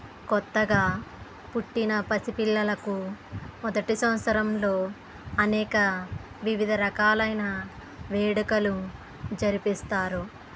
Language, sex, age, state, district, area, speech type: Telugu, female, 60+, Andhra Pradesh, East Godavari, rural, spontaneous